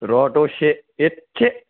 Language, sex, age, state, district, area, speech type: Bodo, male, 18-30, Assam, Kokrajhar, rural, conversation